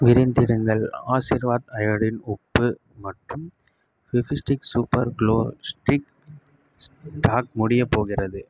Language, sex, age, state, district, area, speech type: Tamil, male, 18-30, Tamil Nadu, Kallakurichi, rural, read